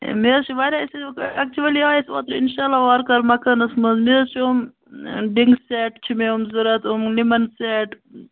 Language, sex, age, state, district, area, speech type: Kashmiri, female, 30-45, Jammu and Kashmir, Kupwara, rural, conversation